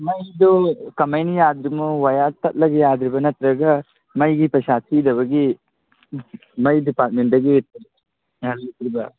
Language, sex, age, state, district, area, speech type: Manipuri, male, 18-30, Manipur, Kangpokpi, urban, conversation